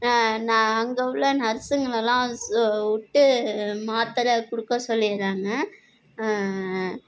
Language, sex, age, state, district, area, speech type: Tamil, female, 30-45, Tamil Nadu, Nagapattinam, rural, spontaneous